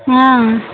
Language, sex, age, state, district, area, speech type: Hindi, female, 30-45, Uttar Pradesh, Mau, rural, conversation